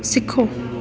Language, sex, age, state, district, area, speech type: Sindhi, female, 30-45, Delhi, South Delhi, urban, read